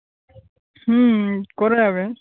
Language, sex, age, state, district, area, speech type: Bengali, male, 45-60, West Bengal, Uttar Dinajpur, urban, conversation